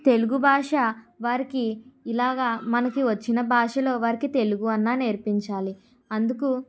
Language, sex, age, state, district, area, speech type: Telugu, female, 30-45, Andhra Pradesh, Kakinada, rural, spontaneous